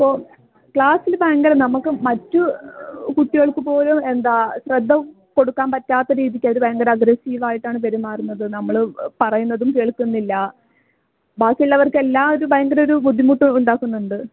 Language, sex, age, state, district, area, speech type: Malayalam, female, 18-30, Kerala, Malappuram, rural, conversation